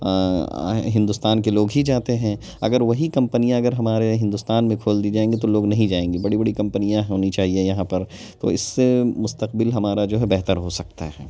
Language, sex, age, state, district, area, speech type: Urdu, male, 30-45, Uttar Pradesh, Lucknow, urban, spontaneous